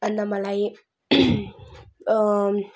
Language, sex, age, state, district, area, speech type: Nepali, female, 30-45, West Bengal, Darjeeling, rural, spontaneous